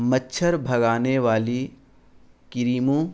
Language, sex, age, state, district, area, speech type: Urdu, male, 18-30, Bihar, Gaya, rural, spontaneous